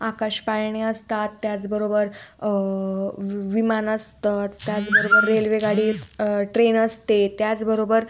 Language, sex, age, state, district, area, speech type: Marathi, female, 18-30, Maharashtra, Ahmednagar, rural, spontaneous